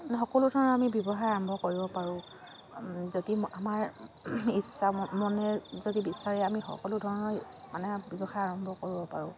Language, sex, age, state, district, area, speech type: Assamese, female, 45-60, Assam, Dibrugarh, rural, spontaneous